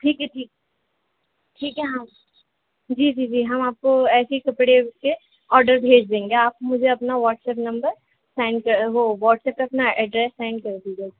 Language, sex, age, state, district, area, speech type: Urdu, female, 18-30, Uttar Pradesh, Rampur, urban, conversation